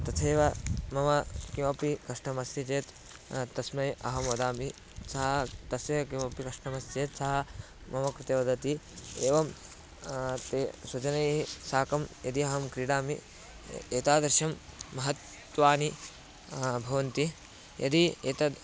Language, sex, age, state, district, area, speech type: Sanskrit, male, 18-30, Karnataka, Bidar, rural, spontaneous